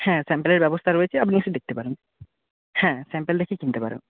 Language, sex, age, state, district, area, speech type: Bengali, male, 30-45, West Bengal, Paschim Medinipur, rural, conversation